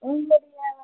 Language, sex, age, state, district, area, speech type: Tamil, female, 30-45, Tamil Nadu, Cuddalore, rural, conversation